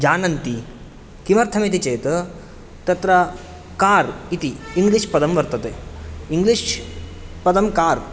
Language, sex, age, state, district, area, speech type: Sanskrit, male, 18-30, Karnataka, Udupi, rural, spontaneous